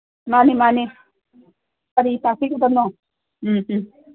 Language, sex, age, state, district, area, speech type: Manipuri, female, 60+, Manipur, Imphal East, rural, conversation